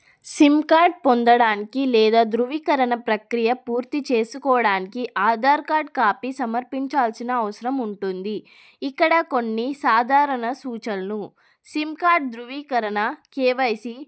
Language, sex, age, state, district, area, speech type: Telugu, female, 30-45, Telangana, Adilabad, rural, spontaneous